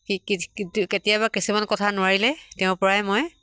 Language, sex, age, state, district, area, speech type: Assamese, female, 45-60, Assam, Dibrugarh, rural, spontaneous